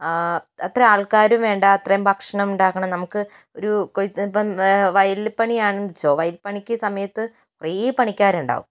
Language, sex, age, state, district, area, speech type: Malayalam, female, 18-30, Kerala, Kozhikode, urban, spontaneous